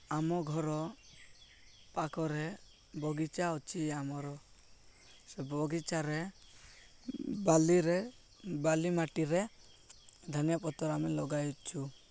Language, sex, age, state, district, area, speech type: Odia, male, 18-30, Odisha, Koraput, urban, spontaneous